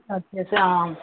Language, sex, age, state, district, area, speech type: Telugu, female, 45-60, Telangana, Mancherial, urban, conversation